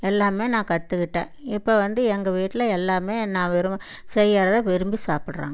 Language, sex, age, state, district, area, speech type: Tamil, female, 60+, Tamil Nadu, Erode, urban, spontaneous